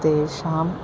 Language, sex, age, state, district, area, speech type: Sanskrit, female, 45-60, Kerala, Ernakulam, urban, spontaneous